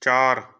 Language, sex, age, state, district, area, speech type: Punjabi, male, 30-45, Punjab, Shaheed Bhagat Singh Nagar, rural, read